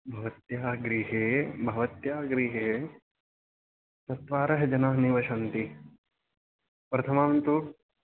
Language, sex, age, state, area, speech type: Sanskrit, male, 18-30, Haryana, rural, conversation